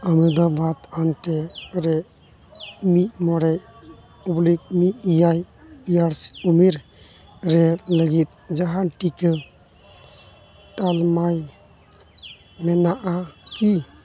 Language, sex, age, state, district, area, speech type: Santali, male, 18-30, West Bengal, Uttar Dinajpur, rural, read